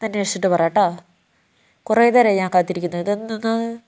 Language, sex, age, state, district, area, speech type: Malayalam, female, 60+, Kerala, Wayanad, rural, spontaneous